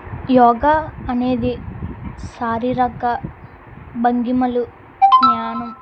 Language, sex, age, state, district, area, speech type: Telugu, female, 18-30, Andhra Pradesh, Eluru, rural, spontaneous